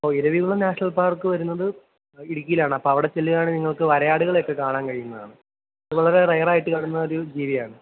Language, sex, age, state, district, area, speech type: Malayalam, male, 18-30, Kerala, Kottayam, rural, conversation